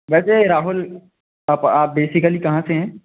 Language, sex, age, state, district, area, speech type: Hindi, male, 18-30, Madhya Pradesh, Jabalpur, urban, conversation